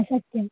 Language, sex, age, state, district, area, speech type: Sanskrit, female, 18-30, Karnataka, Dakshina Kannada, urban, conversation